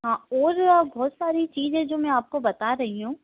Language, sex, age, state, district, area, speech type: Hindi, female, 18-30, Madhya Pradesh, Harda, urban, conversation